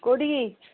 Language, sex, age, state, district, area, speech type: Odia, female, 45-60, Odisha, Angul, rural, conversation